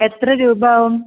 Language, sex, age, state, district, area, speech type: Malayalam, female, 30-45, Kerala, Malappuram, rural, conversation